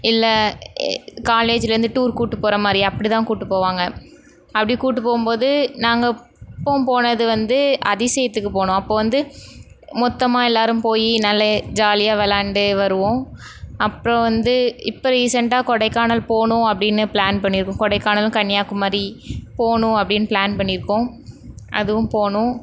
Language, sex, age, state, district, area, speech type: Tamil, female, 18-30, Tamil Nadu, Thoothukudi, rural, spontaneous